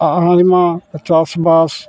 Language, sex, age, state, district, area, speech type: Santali, male, 60+, West Bengal, Malda, rural, spontaneous